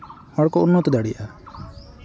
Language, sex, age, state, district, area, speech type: Santali, male, 18-30, West Bengal, Malda, rural, spontaneous